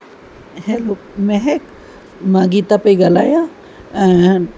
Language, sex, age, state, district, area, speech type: Sindhi, female, 45-60, Uttar Pradesh, Lucknow, rural, spontaneous